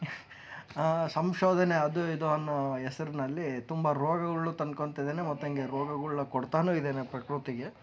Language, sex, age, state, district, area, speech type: Kannada, male, 60+, Karnataka, Tumkur, rural, spontaneous